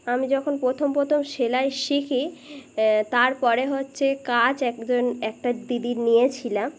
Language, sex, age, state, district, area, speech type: Bengali, female, 18-30, West Bengal, Birbhum, urban, spontaneous